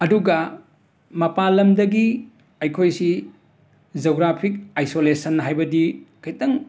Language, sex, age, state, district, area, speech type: Manipuri, male, 60+, Manipur, Imphal West, urban, spontaneous